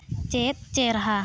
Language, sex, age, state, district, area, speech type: Santali, female, 18-30, Jharkhand, East Singhbhum, rural, read